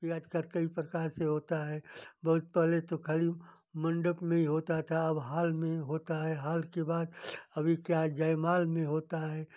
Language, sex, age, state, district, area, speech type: Hindi, male, 60+, Uttar Pradesh, Ghazipur, rural, spontaneous